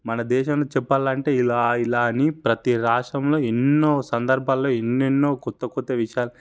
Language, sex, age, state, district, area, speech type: Telugu, male, 18-30, Telangana, Sangareddy, urban, spontaneous